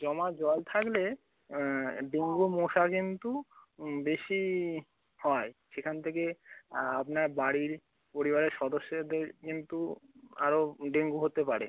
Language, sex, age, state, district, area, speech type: Bengali, male, 30-45, West Bengal, North 24 Parganas, urban, conversation